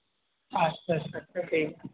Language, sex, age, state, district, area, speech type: Urdu, male, 18-30, Uttar Pradesh, Rampur, urban, conversation